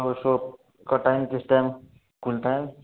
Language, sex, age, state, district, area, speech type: Urdu, male, 18-30, Uttar Pradesh, Saharanpur, urban, conversation